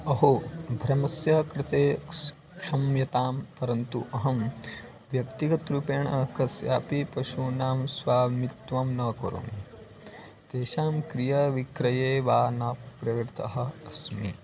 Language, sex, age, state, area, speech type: Sanskrit, male, 18-30, Bihar, rural, spontaneous